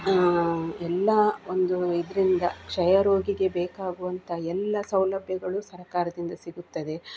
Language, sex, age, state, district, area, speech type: Kannada, female, 45-60, Karnataka, Udupi, rural, spontaneous